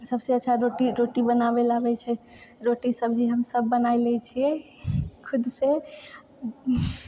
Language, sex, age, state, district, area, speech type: Maithili, female, 18-30, Bihar, Purnia, rural, spontaneous